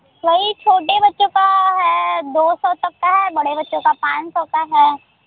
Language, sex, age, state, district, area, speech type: Hindi, female, 30-45, Uttar Pradesh, Mirzapur, rural, conversation